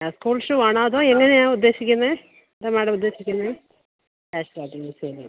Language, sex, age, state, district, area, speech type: Malayalam, female, 45-60, Kerala, Alappuzha, rural, conversation